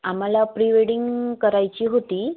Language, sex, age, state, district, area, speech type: Marathi, female, 30-45, Maharashtra, Wardha, rural, conversation